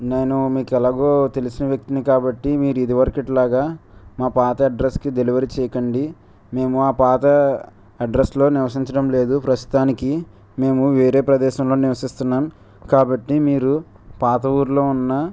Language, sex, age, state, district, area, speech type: Telugu, male, 18-30, Andhra Pradesh, West Godavari, rural, spontaneous